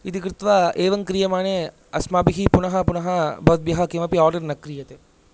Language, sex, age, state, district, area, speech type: Sanskrit, male, 18-30, Andhra Pradesh, Chittoor, rural, spontaneous